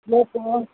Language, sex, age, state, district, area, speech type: Goan Konkani, female, 30-45, Goa, Murmgao, rural, conversation